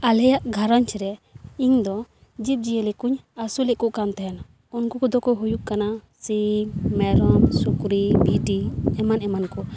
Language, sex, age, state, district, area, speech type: Santali, female, 18-30, West Bengal, Paschim Bardhaman, rural, spontaneous